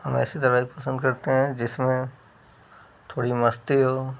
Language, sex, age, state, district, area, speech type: Hindi, male, 30-45, Uttar Pradesh, Mau, rural, spontaneous